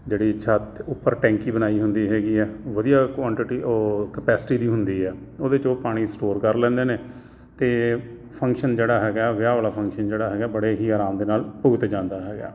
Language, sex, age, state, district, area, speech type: Punjabi, male, 45-60, Punjab, Jalandhar, urban, spontaneous